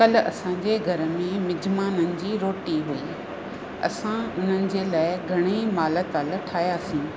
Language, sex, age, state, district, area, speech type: Sindhi, female, 45-60, Rajasthan, Ajmer, rural, spontaneous